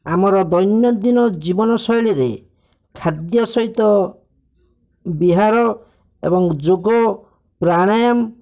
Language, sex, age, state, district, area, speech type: Odia, male, 18-30, Odisha, Bhadrak, rural, spontaneous